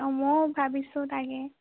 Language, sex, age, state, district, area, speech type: Assamese, female, 30-45, Assam, Charaideo, urban, conversation